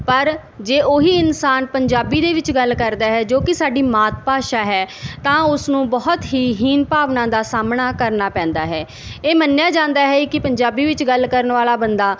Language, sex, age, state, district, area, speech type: Punjabi, female, 30-45, Punjab, Barnala, urban, spontaneous